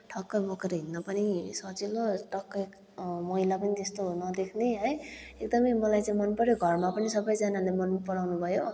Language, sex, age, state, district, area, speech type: Nepali, male, 18-30, West Bengal, Kalimpong, rural, spontaneous